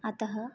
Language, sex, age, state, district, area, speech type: Sanskrit, female, 18-30, Telangana, Hyderabad, urban, spontaneous